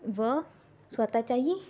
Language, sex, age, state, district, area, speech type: Marathi, female, 18-30, Maharashtra, Raigad, rural, spontaneous